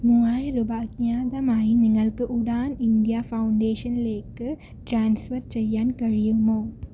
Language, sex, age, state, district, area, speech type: Malayalam, female, 18-30, Kerala, Palakkad, rural, read